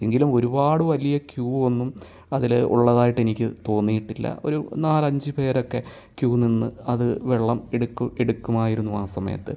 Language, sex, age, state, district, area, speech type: Malayalam, male, 30-45, Kerala, Kottayam, rural, spontaneous